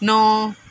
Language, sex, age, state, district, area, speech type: Punjabi, female, 30-45, Punjab, Mansa, urban, read